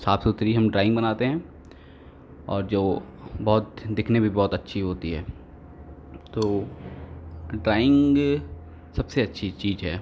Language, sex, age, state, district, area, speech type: Hindi, male, 45-60, Uttar Pradesh, Lucknow, rural, spontaneous